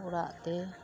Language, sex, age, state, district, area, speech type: Santali, female, 30-45, West Bengal, Uttar Dinajpur, rural, spontaneous